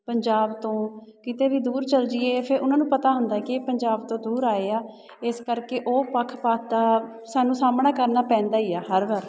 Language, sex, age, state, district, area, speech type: Punjabi, female, 30-45, Punjab, Shaheed Bhagat Singh Nagar, urban, spontaneous